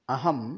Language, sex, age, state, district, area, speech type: Sanskrit, male, 30-45, West Bengal, Murshidabad, urban, spontaneous